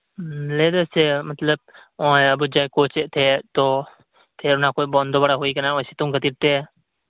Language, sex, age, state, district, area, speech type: Santali, male, 18-30, West Bengal, Birbhum, rural, conversation